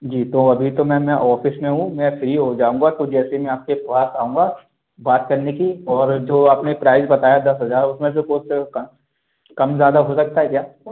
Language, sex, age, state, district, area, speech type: Hindi, male, 30-45, Madhya Pradesh, Gwalior, rural, conversation